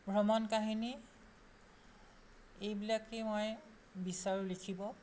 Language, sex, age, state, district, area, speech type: Assamese, female, 60+, Assam, Charaideo, urban, spontaneous